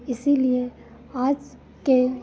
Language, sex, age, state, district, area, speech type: Hindi, female, 30-45, Uttar Pradesh, Lucknow, rural, spontaneous